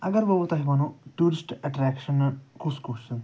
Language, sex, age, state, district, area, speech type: Kashmiri, male, 45-60, Jammu and Kashmir, Ganderbal, urban, spontaneous